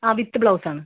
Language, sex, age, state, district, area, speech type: Malayalam, female, 30-45, Kerala, Ernakulam, rural, conversation